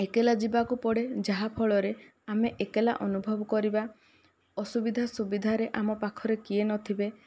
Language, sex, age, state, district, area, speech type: Odia, female, 18-30, Odisha, Kandhamal, rural, spontaneous